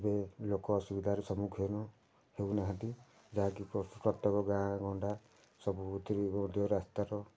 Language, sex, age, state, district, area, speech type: Odia, male, 30-45, Odisha, Kendujhar, urban, spontaneous